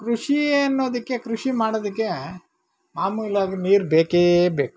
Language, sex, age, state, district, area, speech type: Kannada, male, 45-60, Karnataka, Bangalore Rural, rural, spontaneous